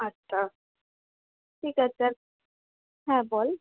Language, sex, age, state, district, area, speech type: Bengali, female, 18-30, West Bengal, Kolkata, urban, conversation